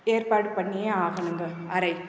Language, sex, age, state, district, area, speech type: Tamil, female, 30-45, Tamil Nadu, Perambalur, rural, spontaneous